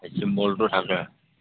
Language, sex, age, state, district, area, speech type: Assamese, male, 45-60, Assam, Sivasagar, rural, conversation